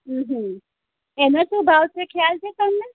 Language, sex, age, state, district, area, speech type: Gujarati, female, 30-45, Gujarat, Kheda, rural, conversation